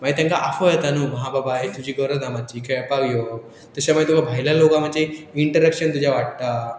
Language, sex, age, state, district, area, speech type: Goan Konkani, male, 18-30, Goa, Pernem, rural, spontaneous